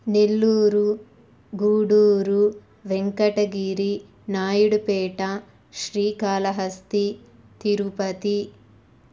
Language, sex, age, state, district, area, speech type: Telugu, female, 18-30, Andhra Pradesh, Nellore, rural, spontaneous